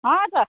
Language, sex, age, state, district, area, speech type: Nepali, female, 30-45, West Bengal, Kalimpong, rural, conversation